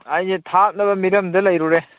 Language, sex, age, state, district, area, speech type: Manipuri, male, 30-45, Manipur, Kakching, rural, conversation